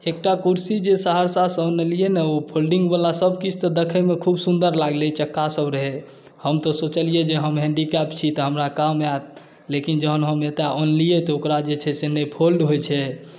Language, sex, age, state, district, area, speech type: Maithili, male, 30-45, Bihar, Saharsa, rural, spontaneous